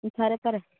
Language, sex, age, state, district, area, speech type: Manipuri, female, 45-60, Manipur, Churachandpur, urban, conversation